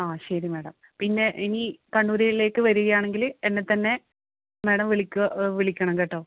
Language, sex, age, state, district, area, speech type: Malayalam, female, 18-30, Kerala, Kannur, rural, conversation